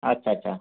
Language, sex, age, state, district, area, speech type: Marathi, male, 45-60, Maharashtra, Wardha, urban, conversation